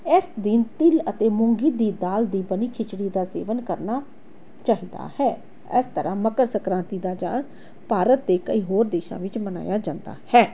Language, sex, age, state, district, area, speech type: Punjabi, female, 18-30, Punjab, Tarn Taran, urban, spontaneous